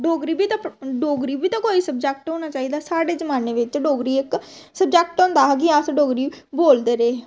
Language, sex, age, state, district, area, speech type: Dogri, female, 18-30, Jammu and Kashmir, Samba, rural, spontaneous